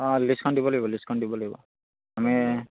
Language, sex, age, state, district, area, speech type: Assamese, male, 18-30, Assam, Charaideo, rural, conversation